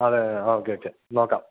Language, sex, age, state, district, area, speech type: Malayalam, male, 18-30, Kerala, Idukki, rural, conversation